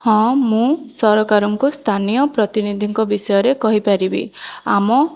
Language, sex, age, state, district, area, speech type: Odia, female, 18-30, Odisha, Jajpur, rural, spontaneous